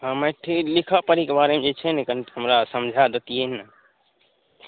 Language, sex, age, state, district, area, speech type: Maithili, male, 18-30, Bihar, Saharsa, rural, conversation